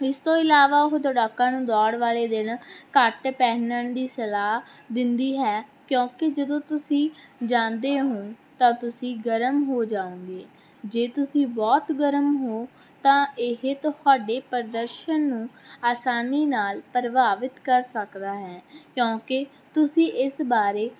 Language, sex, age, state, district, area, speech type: Punjabi, female, 18-30, Punjab, Barnala, rural, spontaneous